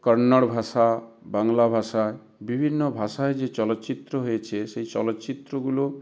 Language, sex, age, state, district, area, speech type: Bengali, male, 60+, West Bengal, South 24 Parganas, rural, spontaneous